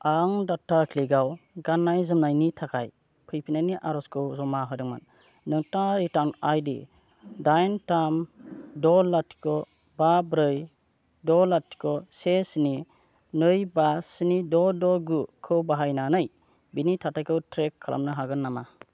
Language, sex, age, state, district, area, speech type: Bodo, male, 30-45, Assam, Kokrajhar, rural, read